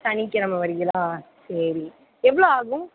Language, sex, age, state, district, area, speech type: Tamil, female, 30-45, Tamil Nadu, Pudukkottai, rural, conversation